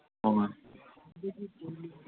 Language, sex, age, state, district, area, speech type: Santali, male, 18-30, West Bengal, Birbhum, rural, conversation